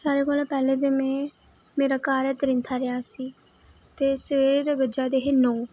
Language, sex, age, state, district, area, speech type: Dogri, female, 18-30, Jammu and Kashmir, Reasi, rural, spontaneous